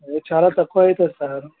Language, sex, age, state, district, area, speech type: Telugu, male, 30-45, Telangana, Vikarabad, urban, conversation